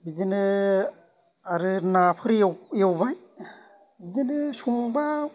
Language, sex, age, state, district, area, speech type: Bodo, male, 45-60, Assam, Kokrajhar, rural, spontaneous